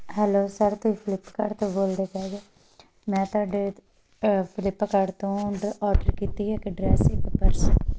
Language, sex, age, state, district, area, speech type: Punjabi, female, 18-30, Punjab, Tarn Taran, rural, spontaneous